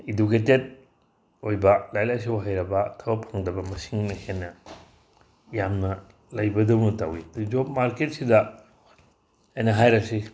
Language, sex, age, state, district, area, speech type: Manipuri, male, 60+, Manipur, Tengnoupal, rural, spontaneous